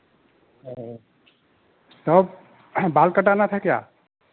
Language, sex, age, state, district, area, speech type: Hindi, male, 30-45, Bihar, Vaishali, urban, conversation